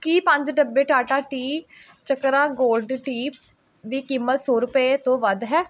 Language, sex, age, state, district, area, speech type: Punjabi, female, 18-30, Punjab, Pathankot, rural, read